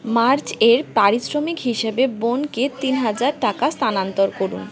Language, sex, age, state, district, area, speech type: Bengali, female, 18-30, West Bengal, Kolkata, urban, read